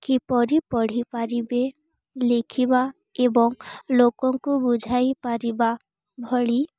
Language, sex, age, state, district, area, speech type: Odia, female, 18-30, Odisha, Balangir, urban, spontaneous